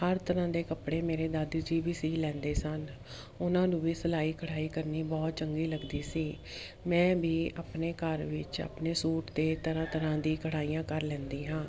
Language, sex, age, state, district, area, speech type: Punjabi, female, 30-45, Punjab, Jalandhar, urban, spontaneous